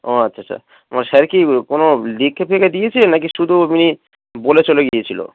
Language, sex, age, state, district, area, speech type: Bengali, male, 45-60, West Bengal, Dakshin Dinajpur, rural, conversation